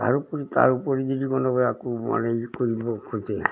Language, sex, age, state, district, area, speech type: Assamese, male, 60+, Assam, Udalguri, rural, spontaneous